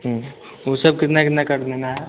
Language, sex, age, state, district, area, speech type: Hindi, male, 18-30, Bihar, Vaishali, rural, conversation